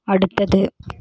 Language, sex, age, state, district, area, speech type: Tamil, female, 18-30, Tamil Nadu, Erode, rural, read